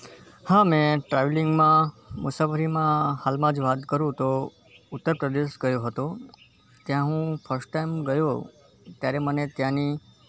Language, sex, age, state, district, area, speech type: Gujarati, male, 18-30, Gujarat, Kutch, urban, spontaneous